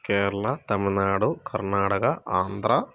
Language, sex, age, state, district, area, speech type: Malayalam, male, 45-60, Kerala, Palakkad, rural, spontaneous